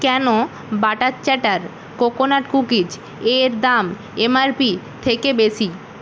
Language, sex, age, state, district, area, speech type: Bengali, female, 30-45, West Bengal, Nadia, rural, read